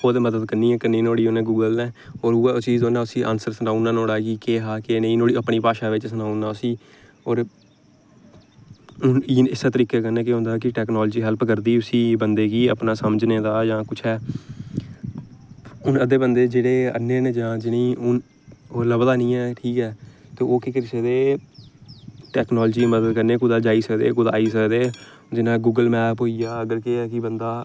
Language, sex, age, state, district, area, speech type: Dogri, male, 18-30, Jammu and Kashmir, Reasi, rural, spontaneous